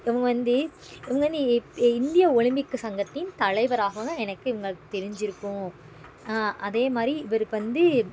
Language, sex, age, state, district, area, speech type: Tamil, female, 18-30, Tamil Nadu, Madurai, urban, spontaneous